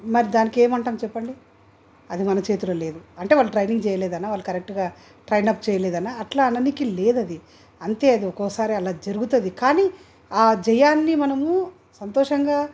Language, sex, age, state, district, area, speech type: Telugu, female, 60+, Telangana, Hyderabad, urban, spontaneous